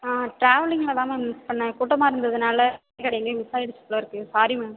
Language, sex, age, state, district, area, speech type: Tamil, female, 18-30, Tamil Nadu, Tiruvarur, rural, conversation